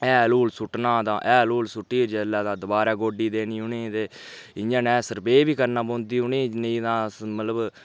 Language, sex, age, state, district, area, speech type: Dogri, male, 30-45, Jammu and Kashmir, Udhampur, rural, spontaneous